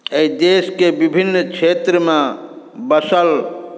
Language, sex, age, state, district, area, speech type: Maithili, male, 45-60, Bihar, Saharsa, urban, spontaneous